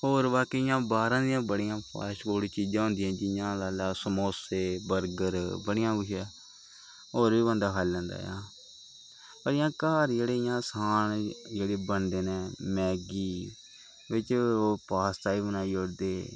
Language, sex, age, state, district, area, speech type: Dogri, male, 18-30, Jammu and Kashmir, Kathua, rural, spontaneous